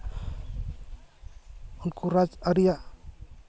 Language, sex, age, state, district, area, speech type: Santali, male, 30-45, West Bengal, Jhargram, rural, spontaneous